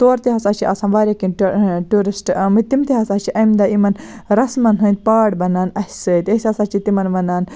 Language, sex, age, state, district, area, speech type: Kashmiri, female, 18-30, Jammu and Kashmir, Baramulla, rural, spontaneous